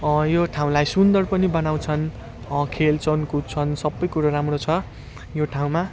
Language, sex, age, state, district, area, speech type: Nepali, male, 18-30, West Bengal, Jalpaiguri, rural, spontaneous